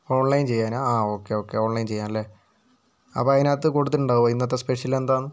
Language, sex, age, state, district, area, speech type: Malayalam, male, 30-45, Kerala, Wayanad, rural, spontaneous